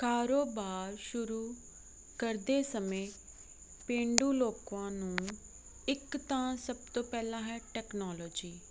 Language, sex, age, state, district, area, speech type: Punjabi, female, 30-45, Punjab, Fazilka, rural, spontaneous